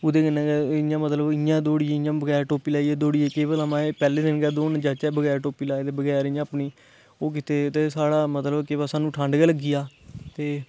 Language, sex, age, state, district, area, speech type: Dogri, male, 18-30, Jammu and Kashmir, Kathua, rural, spontaneous